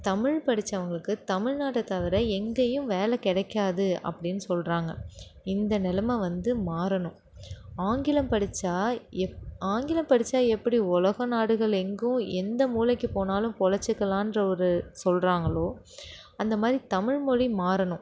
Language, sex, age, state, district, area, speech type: Tamil, female, 18-30, Tamil Nadu, Nagapattinam, rural, spontaneous